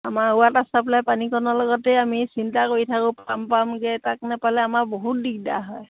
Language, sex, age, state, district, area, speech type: Assamese, female, 45-60, Assam, Sivasagar, rural, conversation